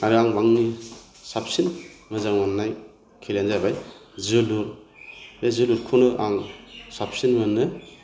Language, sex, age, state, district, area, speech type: Bodo, male, 45-60, Assam, Chirang, rural, spontaneous